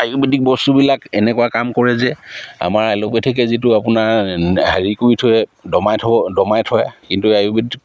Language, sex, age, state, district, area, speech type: Assamese, male, 45-60, Assam, Charaideo, rural, spontaneous